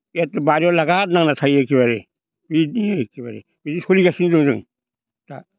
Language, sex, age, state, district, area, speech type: Bodo, male, 60+, Assam, Baksa, urban, spontaneous